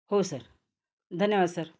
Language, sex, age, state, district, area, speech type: Marathi, female, 45-60, Maharashtra, Nanded, urban, spontaneous